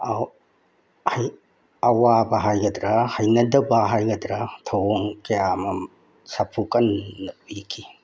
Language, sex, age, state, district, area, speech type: Manipuri, male, 60+, Manipur, Bishnupur, rural, spontaneous